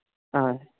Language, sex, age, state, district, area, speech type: Malayalam, male, 18-30, Kerala, Idukki, rural, conversation